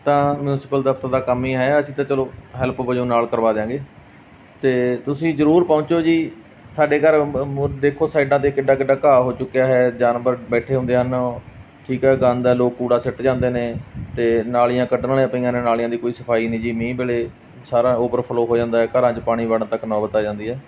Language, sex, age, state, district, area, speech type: Punjabi, male, 30-45, Punjab, Barnala, rural, spontaneous